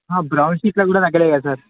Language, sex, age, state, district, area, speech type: Telugu, male, 18-30, Telangana, Medchal, urban, conversation